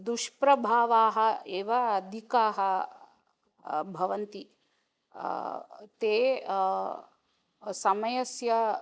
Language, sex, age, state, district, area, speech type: Sanskrit, female, 45-60, Tamil Nadu, Thanjavur, urban, spontaneous